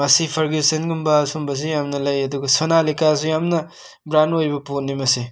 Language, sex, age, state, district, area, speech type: Manipuri, male, 18-30, Manipur, Imphal West, rural, spontaneous